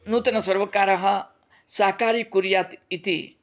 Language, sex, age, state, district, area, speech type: Sanskrit, male, 45-60, Karnataka, Dharwad, urban, spontaneous